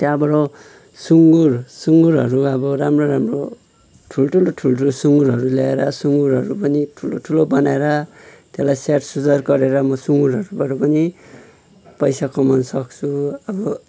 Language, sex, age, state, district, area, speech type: Nepali, male, 30-45, West Bengal, Kalimpong, rural, spontaneous